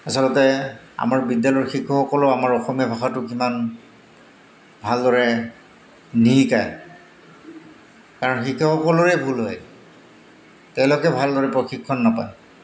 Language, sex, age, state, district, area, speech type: Assamese, male, 45-60, Assam, Goalpara, urban, spontaneous